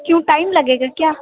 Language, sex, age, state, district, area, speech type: Urdu, female, 30-45, Uttar Pradesh, Lucknow, urban, conversation